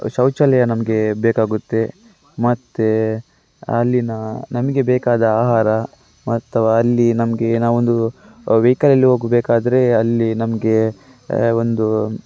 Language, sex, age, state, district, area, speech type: Kannada, male, 30-45, Karnataka, Dakshina Kannada, rural, spontaneous